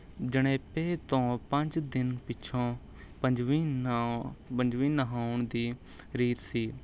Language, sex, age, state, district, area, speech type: Punjabi, male, 18-30, Punjab, Rupnagar, urban, spontaneous